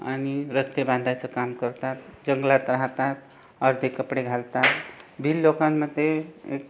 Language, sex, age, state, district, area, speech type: Marathi, other, 30-45, Maharashtra, Buldhana, urban, spontaneous